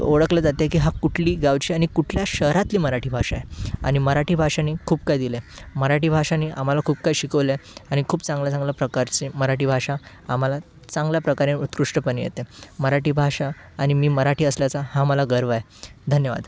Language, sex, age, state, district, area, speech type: Marathi, male, 18-30, Maharashtra, Thane, urban, spontaneous